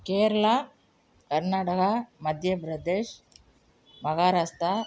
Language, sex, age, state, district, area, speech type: Tamil, female, 45-60, Tamil Nadu, Nagapattinam, rural, spontaneous